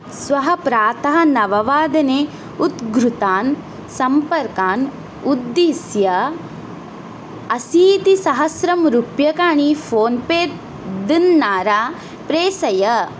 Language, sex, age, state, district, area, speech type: Sanskrit, female, 18-30, Odisha, Ganjam, urban, read